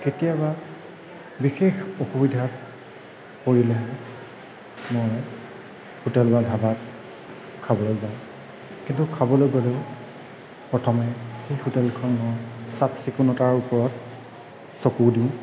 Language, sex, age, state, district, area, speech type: Assamese, male, 30-45, Assam, Nagaon, rural, spontaneous